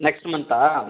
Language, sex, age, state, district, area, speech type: Tamil, male, 30-45, Tamil Nadu, Viluppuram, rural, conversation